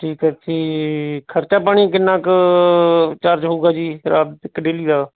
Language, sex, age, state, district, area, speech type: Punjabi, male, 60+, Punjab, Shaheed Bhagat Singh Nagar, urban, conversation